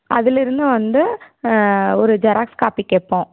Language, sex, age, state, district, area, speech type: Tamil, female, 18-30, Tamil Nadu, Erode, rural, conversation